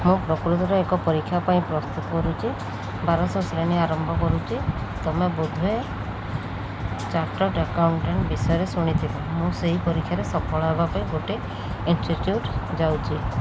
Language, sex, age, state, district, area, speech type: Odia, female, 30-45, Odisha, Sundergarh, urban, read